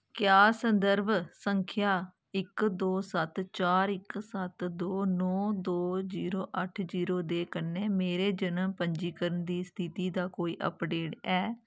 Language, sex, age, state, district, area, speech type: Dogri, female, 18-30, Jammu and Kashmir, Kathua, rural, read